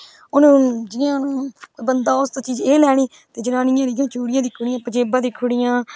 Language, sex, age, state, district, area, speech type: Dogri, female, 18-30, Jammu and Kashmir, Udhampur, rural, spontaneous